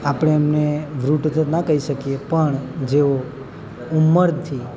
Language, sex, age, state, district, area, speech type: Gujarati, male, 30-45, Gujarat, Narmada, rural, spontaneous